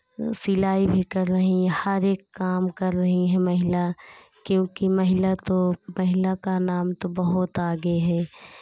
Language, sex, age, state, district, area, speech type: Hindi, female, 30-45, Uttar Pradesh, Pratapgarh, rural, spontaneous